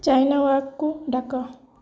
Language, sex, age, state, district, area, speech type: Odia, female, 18-30, Odisha, Jagatsinghpur, rural, read